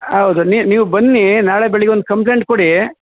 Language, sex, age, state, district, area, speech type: Kannada, male, 30-45, Karnataka, Udupi, rural, conversation